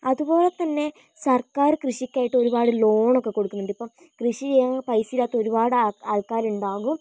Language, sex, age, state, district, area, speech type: Malayalam, female, 18-30, Kerala, Wayanad, rural, spontaneous